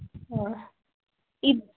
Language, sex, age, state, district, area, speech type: Kannada, female, 18-30, Karnataka, Tumkur, urban, conversation